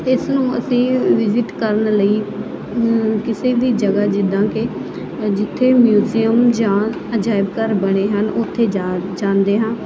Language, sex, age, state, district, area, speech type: Punjabi, female, 18-30, Punjab, Muktsar, urban, spontaneous